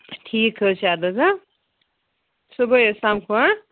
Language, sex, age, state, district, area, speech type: Kashmiri, female, 18-30, Jammu and Kashmir, Kupwara, rural, conversation